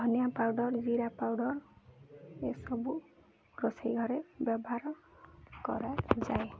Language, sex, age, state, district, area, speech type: Odia, female, 18-30, Odisha, Ganjam, urban, spontaneous